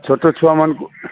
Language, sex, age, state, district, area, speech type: Odia, male, 45-60, Odisha, Sambalpur, rural, conversation